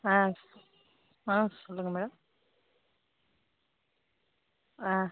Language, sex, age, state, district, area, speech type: Tamil, female, 45-60, Tamil Nadu, Sivaganga, urban, conversation